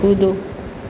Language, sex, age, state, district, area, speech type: Hindi, female, 60+, Uttar Pradesh, Azamgarh, rural, read